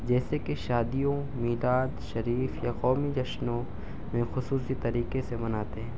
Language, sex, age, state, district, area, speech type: Urdu, male, 18-30, Delhi, South Delhi, urban, spontaneous